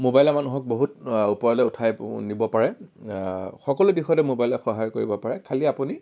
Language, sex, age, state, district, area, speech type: Assamese, male, 18-30, Assam, Nagaon, rural, spontaneous